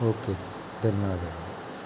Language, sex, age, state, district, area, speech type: Kannada, male, 30-45, Karnataka, Shimoga, rural, spontaneous